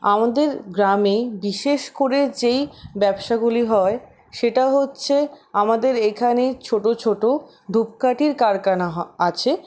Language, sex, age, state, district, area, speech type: Bengali, female, 60+, West Bengal, Paschim Bardhaman, rural, spontaneous